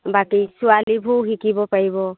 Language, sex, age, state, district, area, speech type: Assamese, female, 60+, Assam, Dibrugarh, rural, conversation